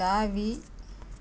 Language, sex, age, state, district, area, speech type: Tamil, female, 60+, Tamil Nadu, Namakkal, rural, read